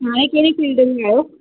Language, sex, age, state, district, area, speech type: Sindhi, female, 30-45, Maharashtra, Thane, urban, conversation